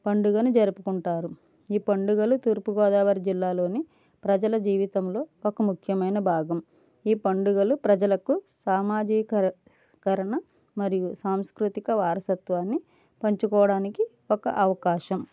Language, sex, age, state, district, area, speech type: Telugu, female, 60+, Andhra Pradesh, East Godavari, rural, spontaneous